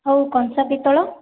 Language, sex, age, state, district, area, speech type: Odia, female, 45-60, Odisha, Boudh, rural, conversation